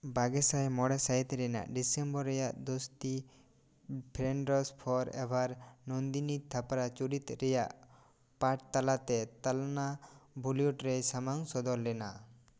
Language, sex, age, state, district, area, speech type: Santali, male, 18-30, West Bengal, Bankura, rural, read